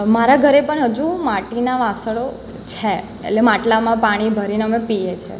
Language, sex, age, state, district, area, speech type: Gujarati, female, 18-30, Gujarat, Surat, rural, spontaneous